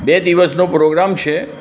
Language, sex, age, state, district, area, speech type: Gujarati, male, 60+, Gujarat, Aravalli, urban, spontaneous